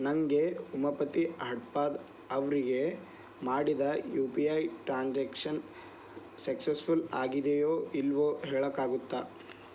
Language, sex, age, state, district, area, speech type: Kannada, male, 18-30, Karnataka, Bidar, urban, read